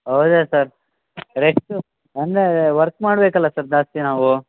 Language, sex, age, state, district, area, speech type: Kannada, male, 18-30, Karnataka, Shimoga, rural, conversation